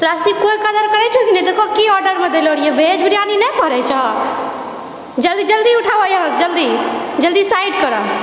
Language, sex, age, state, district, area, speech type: Maithili, female, 18-30, Bihar, Purnia, rural, spontaneous